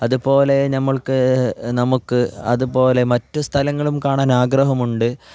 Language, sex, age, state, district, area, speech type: Malayalam, male, 18-30, Kerala, Kasaragod, urban, spontaneous